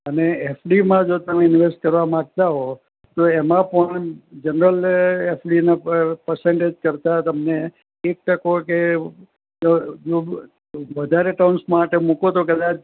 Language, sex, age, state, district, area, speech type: Gujarati, male, 60+, Gujarat, Anand, urban, conversation